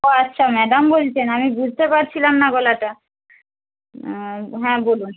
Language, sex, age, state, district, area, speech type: Bengali, female, 45-60, West Bengal, Jhargram, rural, conversation